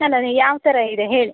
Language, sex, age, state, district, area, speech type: Kannada, female, 30-45, Karnataka, Shimoga, rural, conversation